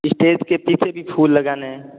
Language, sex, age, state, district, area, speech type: Hindi, male, 18-30, Rajasthan, Jodhpur, urban, conversation